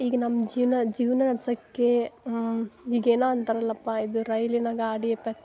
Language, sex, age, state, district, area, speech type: Kannada, female, 18-30, Karnataka, Dharwad, urban, spontaneous